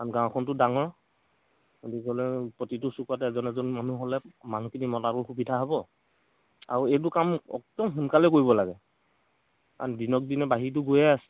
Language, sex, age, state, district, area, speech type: Assamese, male, 45-60, Assam, Dhemaji, rural, conversation